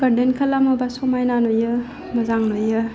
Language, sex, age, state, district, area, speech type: Bodo, female, 30-45, Assam, Udalguri, urban, spontaneous